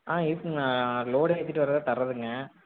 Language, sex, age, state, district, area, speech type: Tamil, male, 18-30, Tamil Nadu, Erode, rural, conversation